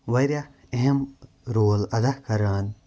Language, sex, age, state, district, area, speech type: Kashmiri, male, 18-30, Jammu and Kashmir, Kupwara, rural, spontaneous